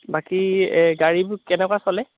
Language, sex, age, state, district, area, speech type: Assamese, male, 18-30, Assam, Golaghat, urban, conversation